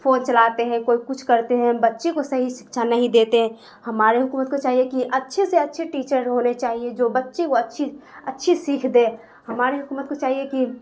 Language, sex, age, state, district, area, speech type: Urdu, female, 30-45, Bihar, Darbhanga, rural, spontaneous